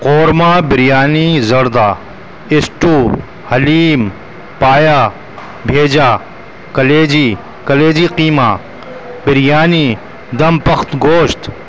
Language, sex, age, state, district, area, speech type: Urdu, male, 30-45, Delhi, New Delhi, urban, spontaneous